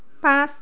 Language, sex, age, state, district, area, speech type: Assamese, female, 18-30, Assam, Dhemaji, rural, spontaneous